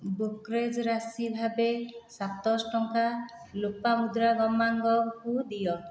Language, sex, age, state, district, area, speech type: Odia, female, 30-45, Odisha, Khordha, rural, read